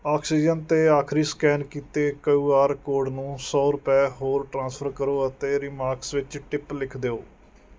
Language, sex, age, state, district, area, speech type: Punjabi, male, 30-45, Punjab, Mohali, urban, read